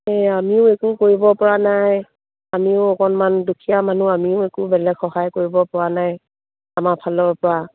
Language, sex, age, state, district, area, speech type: Assamese, female, 45-60, Assam, Dibrugarh, rural, conversation